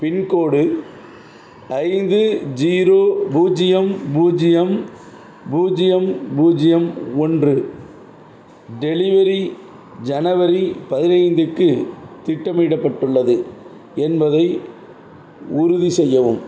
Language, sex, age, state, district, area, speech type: Tamil, male, 45-60, Tamil Nadu, Madurai, urban, read